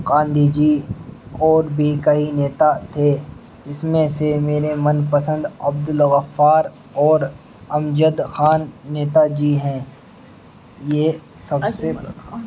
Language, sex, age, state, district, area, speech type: Urdu, male, 18-30, Uttar Pradesh, Muzaffarnagar, rural, spontaneous